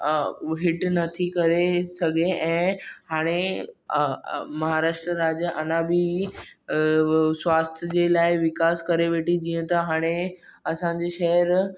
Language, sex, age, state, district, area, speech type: Sindhi, male, 18-30, Maharashtra, Mumbai Suburban, urban, spontaneous